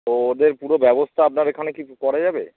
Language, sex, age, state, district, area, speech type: Bengali, male, 30-45, West Bengal, Darjeeling, rural, conversation